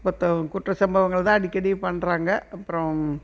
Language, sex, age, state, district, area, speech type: Tamil, female, 60+, Tamil Nadu, Erode, rural, spontaneous